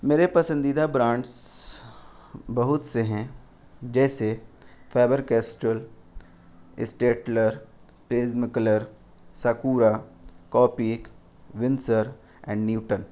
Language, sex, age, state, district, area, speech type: Urdu, male, 18-30, Bihar, Gaya, rural, spontaneous